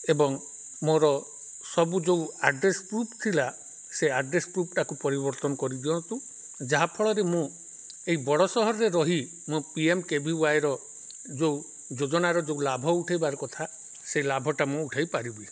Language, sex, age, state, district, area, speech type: Odia, male, 45-60, Odisha, Nuapada, rural, spontaneous